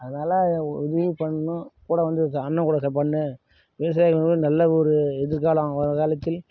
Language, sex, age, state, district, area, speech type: Tamil, male, 30-45, Tamil Nadu, Kallakurichi, rural, spontaneous